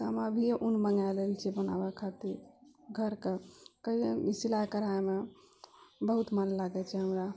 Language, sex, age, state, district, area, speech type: Maithili, female, 18-30, Bihar, Purnia, rural, spontaneous